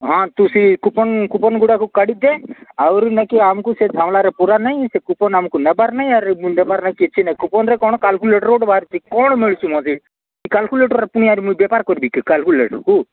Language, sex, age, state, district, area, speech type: Odia, male, 45-60, Odisha, Nabarangpur, rural, conversation